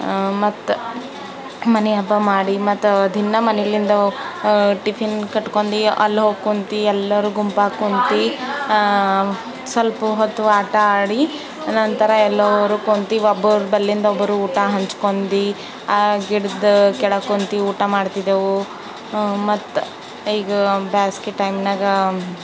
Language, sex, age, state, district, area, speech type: Kannada, female, 30-45, Karnataka, Bidar, urban, spontaneous